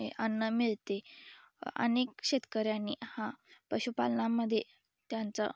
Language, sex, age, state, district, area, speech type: Marathi, female, 18-30, Maharashtra, Sangli, rural, spontaneous